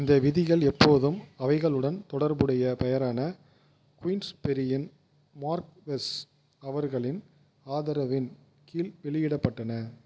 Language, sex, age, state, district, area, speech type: Tamil, male, 30-45, Tamil Nadu, Tiruvarur, rural, read